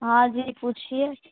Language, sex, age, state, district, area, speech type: Hindi, female, 30-45, Bihar, Begusarai, rural, conversation